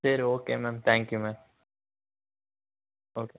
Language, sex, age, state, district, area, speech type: Tamil, male, 18-30, Tamil Nadu, Nilgiris, urban, conversation